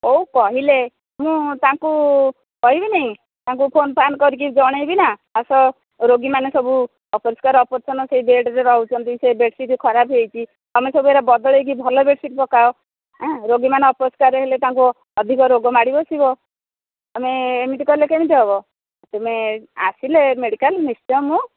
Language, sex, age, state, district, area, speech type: Odia, female, 45-60, Odisha, Angul, rural, conversation